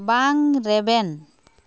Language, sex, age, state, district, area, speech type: Santali, female, 30-45, West Bengal, Bankura, rural, read